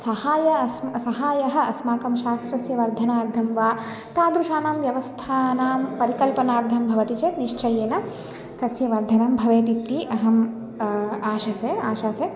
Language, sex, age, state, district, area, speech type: Sanskrit, female, 18-30, Telangana, Ranga Reddy, urban, spontaneous